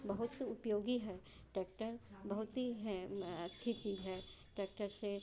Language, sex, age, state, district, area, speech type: Hindi, female, 45-60, Uttar Pradesh, Chandauli, rural, spontaneous